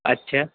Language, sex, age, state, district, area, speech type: Urdu, male, 45-60, Uttar Pradesh, Mau, urban, conversation